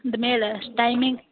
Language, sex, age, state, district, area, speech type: Dogri, female, 18-30, Jammu and Kashmir, Udhampur, rural, conversation